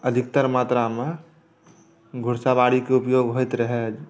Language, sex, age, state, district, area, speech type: Maithili, male, 30-45, Bihar, Saharsa, urban, spontaneous